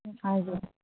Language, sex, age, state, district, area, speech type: Nepali, female, 18-30, West Bengal, Jalpaiguri, rural, conversation